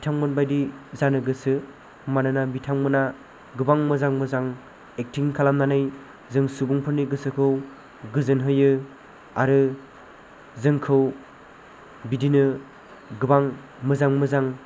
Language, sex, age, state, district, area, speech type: Bodo, male, 18-30, Assam, Chirang, urban, spontaneous